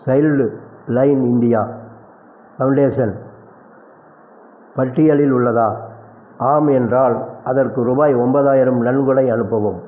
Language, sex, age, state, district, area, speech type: Tamil, male, 60+, Tamil Nadu, Erode, urban, read